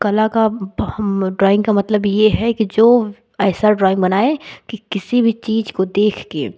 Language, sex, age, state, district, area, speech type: Hindi, female, 18-30, Uttar Pradesh, Jaunpur, urban, spontaneous